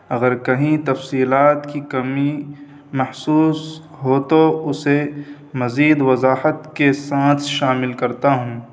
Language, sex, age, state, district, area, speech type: Urdu, male, 30-45, Uttar Pradesh, Muzaffarnagar, urban, spontaneous